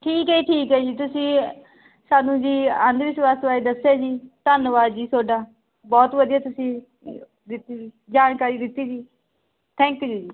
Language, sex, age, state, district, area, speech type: Punjabi, female, 18-30, Punjab, Barnala, rural, conversation